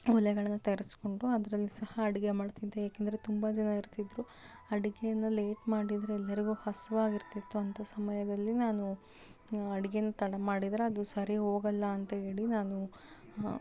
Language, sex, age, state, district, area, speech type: Kannada, female, 30-45, Karnataka, Davanagere, rural, spontaneous